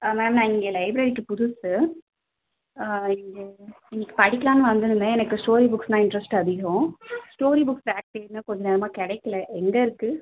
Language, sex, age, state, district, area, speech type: Tamil, female, 18-30, Tamil Nadu, Cuddalore, urban, conversation